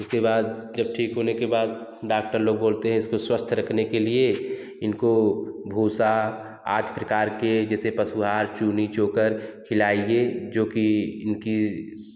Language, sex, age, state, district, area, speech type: Hindi, male, 18-30, Uttar Pradesh, Jaunpur, urban, spontaneous